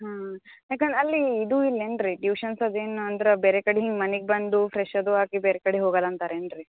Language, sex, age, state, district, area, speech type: Kannada, female, 18-30, Karnataka, Gulbarga, urban, conversation